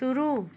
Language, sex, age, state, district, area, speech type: Hindi, female, 30-45, Uttar Pradesh, Bhadohi, urban, read